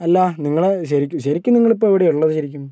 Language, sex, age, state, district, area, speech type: Malayalam, male, 18-30, Kerala, Kozhikode, urban, spontaneous